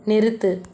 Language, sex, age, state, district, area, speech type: Tamil, female, 30-45, Tamil Nadu, Ariyalur, rural, read